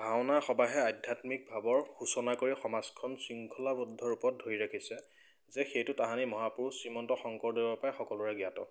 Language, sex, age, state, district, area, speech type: Assamese, male, 18-30, Assam, Biswanath, rural, spontaneous